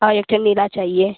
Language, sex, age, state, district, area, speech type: Hindi, female, 18-30, Uttar Pradesh, Azamgarh, rural, conversation